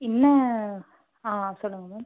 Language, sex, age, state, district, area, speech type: Tamil, female, 18-30, Tamil Nadu, Cuddalore, urban, conversation